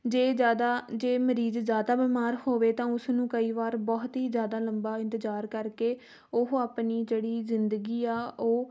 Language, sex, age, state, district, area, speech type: Punjabi, female, 18-30, Punjab, Tarn Taran, rural, spontaneous